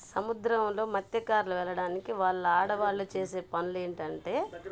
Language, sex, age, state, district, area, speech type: Telugu, female, 30-45, Andhra Pradesh, Bapatla, urban, spontaneous